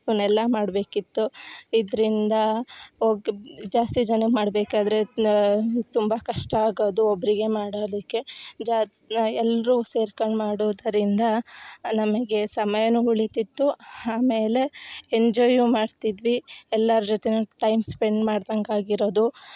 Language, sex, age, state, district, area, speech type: Kannada, female, 18-30, Karnataka, Chikkamagaluru, rural, spontaneous